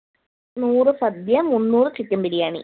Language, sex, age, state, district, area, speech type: Malayalam, female, 30-45, Kerala, Wayanad, rural, conversation